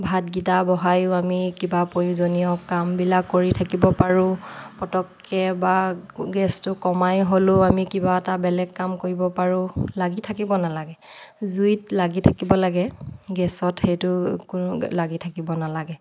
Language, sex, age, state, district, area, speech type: Assamese, female, 30-45, Assam, Lakhimpur, rural, spontaneous